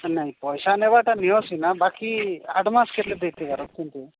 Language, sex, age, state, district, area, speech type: Odia, male, 45-60, Odisha, Nabarangpur, rural, conversation